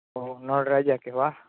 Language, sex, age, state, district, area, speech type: Gujarati, male, 18-30, Gujarat, Rajkot, urban, conversation